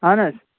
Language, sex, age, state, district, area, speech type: Kashmiri, male, 18-30, Jammu and Kashmir, Anantnag, rural, conversation